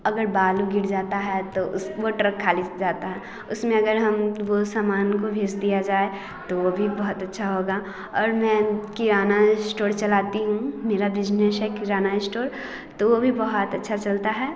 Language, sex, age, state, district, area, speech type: Hindi, female, 18-30, Bihar, Samastipur, rural, spontaneous